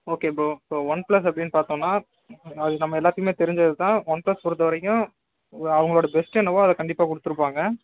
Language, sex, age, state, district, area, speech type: Tamil, male, 30-45, Tamil Nadu, Ariyalur, rural, conversation